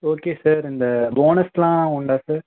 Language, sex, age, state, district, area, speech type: Tamil, male, 30-45, Tamil Nadu, Ariyalur, rural, conversation